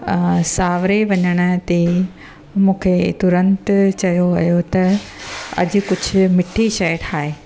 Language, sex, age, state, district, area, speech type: Sindhi, female, 45-60, Gujarat, Surat, urban, spontaneous